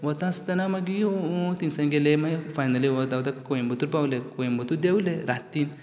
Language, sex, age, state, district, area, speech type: Goan Konkani, male, 18-30, Goa, Canacona, rural, spontaneous